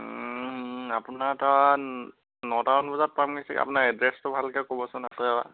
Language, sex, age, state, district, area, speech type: Assamese, male, 18-30, Assam, Jorhat, urban, conversation